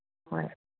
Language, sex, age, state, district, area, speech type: Manipuri, female, 60+, Manipur, Kangpokpi, urban, conversation